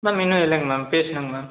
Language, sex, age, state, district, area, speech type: Tamil, male, 18-30, Tamil Nadu, Salem, urban, conversation